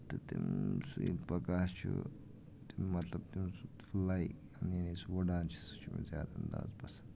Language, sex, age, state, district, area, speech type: Kashmiri, male, 30-45, Jammu and Kashmir, Kupwara, rural, spontaneous